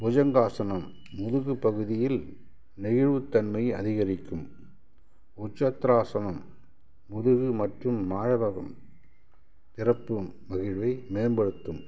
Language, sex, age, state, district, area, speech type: Tamil, male, 60+, Tamil Nadu, Kallakurichi, rural, spontaneous